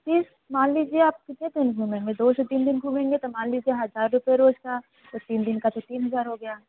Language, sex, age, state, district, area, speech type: Hindi, female, 18-30, Uttar Pradesh, Varanasi, rural, conversation